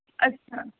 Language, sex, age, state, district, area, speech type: Punjabi, female, 18-30, Punjab, Gurdaspur, rural, conversation